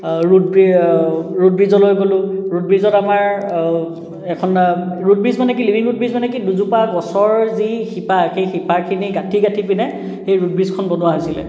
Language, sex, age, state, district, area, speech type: Assamese, male, 18-30, Assam, Charaideo, urban, spontaneous